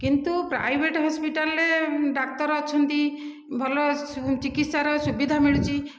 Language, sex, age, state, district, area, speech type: Odia, female, 45-60, Odisha, Dhenkanal, rural, spontaneous